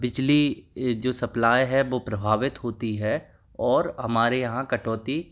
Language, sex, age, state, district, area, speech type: Hindi, male, 18-30, Madhya Pradesh, Bhopal, urban, spontaneous